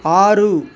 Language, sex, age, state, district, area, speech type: Tamil, male, 30-45, Tamil Nadu, Ariyalur, rural, read